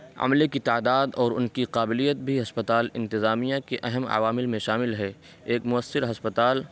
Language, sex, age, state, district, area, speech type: Urdu, male, 18-30, Uttar Pradesh, Saharanpur, urban, spontaneous